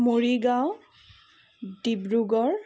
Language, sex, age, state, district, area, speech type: Assamese, female, 45-60, Assam, Darrang, urban, spontaneous